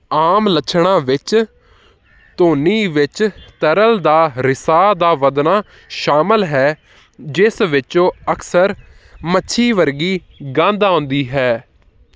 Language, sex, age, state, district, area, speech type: Punjabi, male, 18-30, Punjab, Hoshiarpur, urban, read